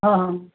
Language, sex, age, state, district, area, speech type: Urdu, male, 30-45, Delhi, Central Delhi, urban, conversation